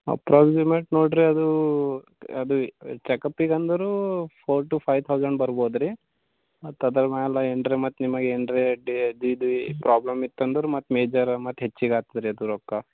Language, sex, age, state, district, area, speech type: Kannada, male, 18-30, Karnataka, Gulbarga, rural, conversation